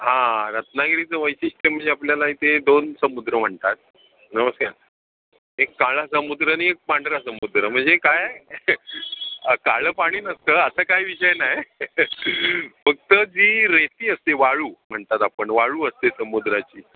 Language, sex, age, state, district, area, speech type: Marathi, male, 45-60, Maharashtra, Ratnagiri, urban, conversation